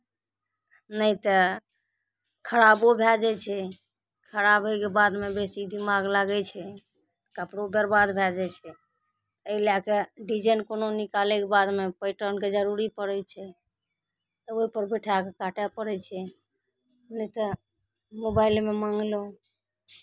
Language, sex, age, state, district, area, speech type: Maithili, female, 30-45, Bihar, Araria, rural, spontaneous